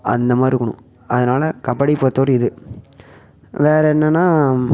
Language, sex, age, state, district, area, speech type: Tamil, male, 18-30, Tamil Nadu, Namakkal, urban, spontaneous